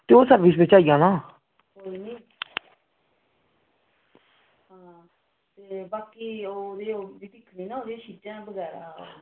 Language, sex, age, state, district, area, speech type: Dogri, male, 18-30, Jammu and Kashmir, Samba, rural, conversation